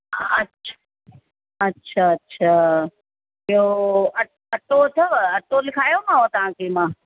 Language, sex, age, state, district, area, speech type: Sindhi, female, 60+, Uttar Pradesh, Lucknow, urban, conversation